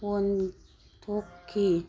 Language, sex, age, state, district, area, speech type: Manipuri, female, 45-60, Manipur, Churachandpur, urban, read